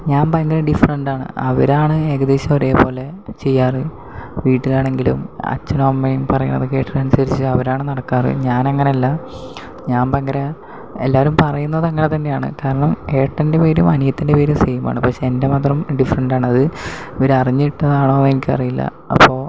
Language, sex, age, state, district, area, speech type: Malayalam, male, 18-30, Kerala, Palakkad, rural, spontaneous